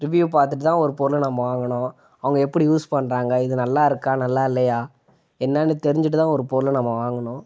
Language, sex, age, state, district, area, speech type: Tamil, male, 18-30, Tamil Nadu, Kallakurichi, urban, spontaneous